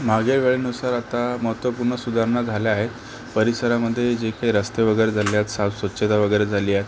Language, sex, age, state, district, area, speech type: Marathi, male, 18-30, Maharashtra, Akola, rural, spontaneous